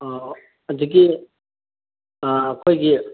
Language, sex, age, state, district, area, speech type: Manipuri, male, 45-60, Manipur, Kangpokpi, urban, conversation